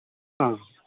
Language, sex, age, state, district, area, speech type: Malayalam, male, 60+, Kerala, Idukki, rural, conversation